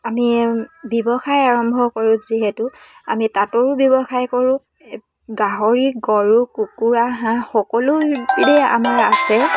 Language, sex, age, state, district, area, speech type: Assamese, female, 30-45, Assam, Dibrugarh, rural, spontaneous